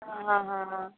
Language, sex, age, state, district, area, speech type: Malayalam, female, 18-30, Kerala, Idukki, rural, conversation